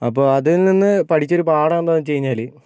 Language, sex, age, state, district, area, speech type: Malayalam, male, 18-30, Kerala, Kozhikode, urban, spontaneous